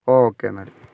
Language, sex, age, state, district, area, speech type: Malayalam, male, 45-60, Kerala, Kozhikode, urban, spontaneous